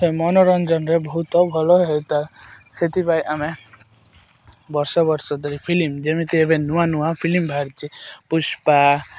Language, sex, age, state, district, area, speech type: Odia, male, 18-30, Odisha, Malkangiri, urban, spontaneous